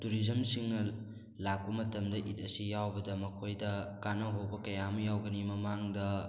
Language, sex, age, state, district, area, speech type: Manipuri, male, 18-30, Manipur, Thoubal, rural, spontaneous